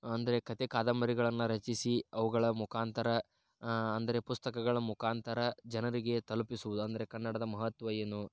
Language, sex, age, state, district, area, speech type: Kannada, male, 30-45, Karnataka, Tumkur, urban, spontaneous